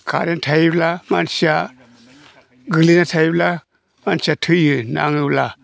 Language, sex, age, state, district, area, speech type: Bodo, male, 60+, Assam, Chirang, urban, spontaneous